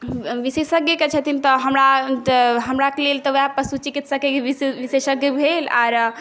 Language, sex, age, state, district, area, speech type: Maithili, other, 18-30, Bihar, Saharsa, rural, spontaneous